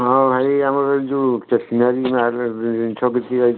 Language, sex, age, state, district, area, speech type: Odia, male, 30-45, Odisha, Kendujhar, urban, conversation